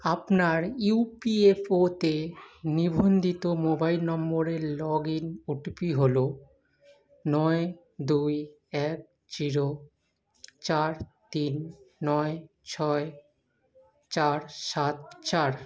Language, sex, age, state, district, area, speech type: Bengali, male, 18-30, West Bengal, South 24 Parganas, urban, read